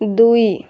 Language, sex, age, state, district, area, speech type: Odia, female, 18-30, Odisha, Boudh, rural, read